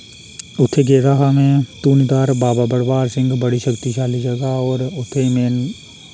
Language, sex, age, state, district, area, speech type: Dogri, male, 30-45, Jammu and Kashmir, Reasi, rural, spontaneous